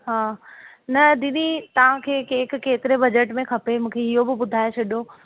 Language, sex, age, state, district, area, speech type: Sindhi, female, 18-30, Rajasthan, Ajmer, urban, conversation